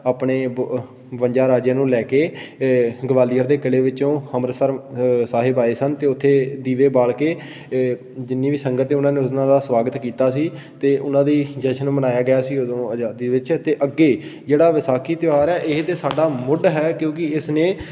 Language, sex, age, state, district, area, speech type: Punjabi, male, 18-30, Punjab, Patiala, rural, spontaneous